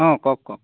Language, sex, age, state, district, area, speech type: Assamese, male, 18-30, Assam, Golaghat, rural, conversation